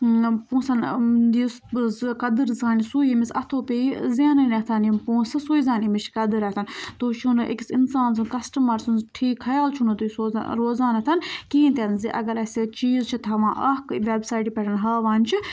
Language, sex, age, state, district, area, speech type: Kashmiri, female, 18-30, Jammu and Kashmir, Baramulla, rural, spontaneous